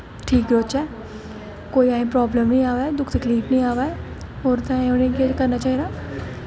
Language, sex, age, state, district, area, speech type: Dogri, female, 18-30, Jammu and Kashmir, Jammu, urban, spontaneous